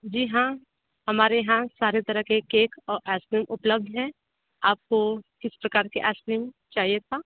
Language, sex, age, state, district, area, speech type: Hindi, female, 30-45, Uttar Pradesh, Sonbhadra, rural, conversation